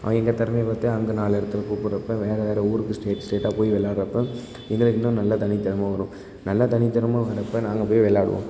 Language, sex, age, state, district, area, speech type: Tamil, male, 18-30, Tamil Nadu, Thanjavur, rural, spontaneous